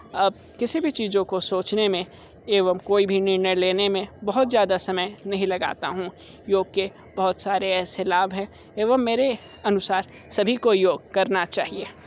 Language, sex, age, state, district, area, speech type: Hindi, male, 60+, Uttar Pradesh, Sonbhadra, rural, spontaneous